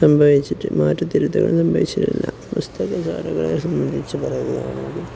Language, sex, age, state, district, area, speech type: Malayalam, male, 18-30, Kerala, Kozhikode, rural, spontaneous